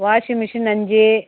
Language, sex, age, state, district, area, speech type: Tamil, female, 60+, Tamil Nadu, Viluppuram, rural, conversation